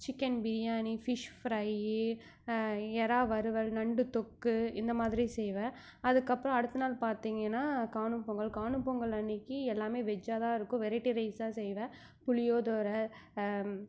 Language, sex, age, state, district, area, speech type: Tamil, female, 30-45, Tamil Nadu, Mayiladuthurai, rural, spontaneous